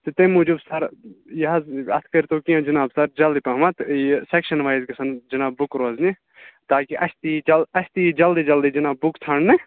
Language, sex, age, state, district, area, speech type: Kashmiri, male, 18-30, Jammu and Kashmir, Budgam, rural, conversation